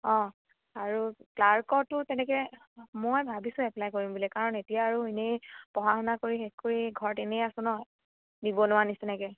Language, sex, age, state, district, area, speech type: Assamese, female, 30-45, Assam, Dibrugarh, rural, conversation